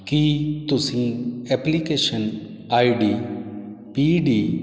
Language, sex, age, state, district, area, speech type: Punjabi, male, 45-60, Punjab, Shaheed Bhagat Singh Nagar, urban, read